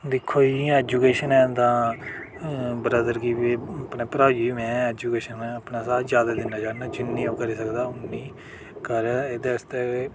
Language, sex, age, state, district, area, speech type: Dogri, male, 18-30, Jammu and Kashmir, Udhampur, rural, spontaneous